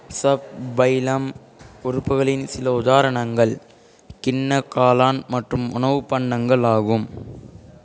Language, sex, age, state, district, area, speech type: Tamil, male, 18-30, Tamil Nadu, Ranipet, rural, read